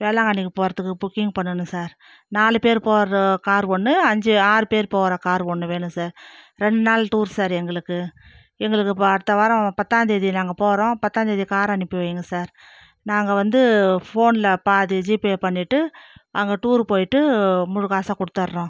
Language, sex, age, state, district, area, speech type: Tamil, female, 45-60, Tamil Nadu, Viluppuram, rural, spontaneous